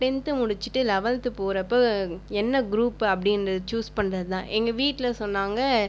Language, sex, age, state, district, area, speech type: Tamil, female, 30-45, Tamil Nadu, Viluppuram, rural, spontaneous